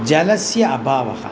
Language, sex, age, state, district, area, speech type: Sanskrit, male, 60+, Tamil Nadu, Coimbatore, urban, spontaneous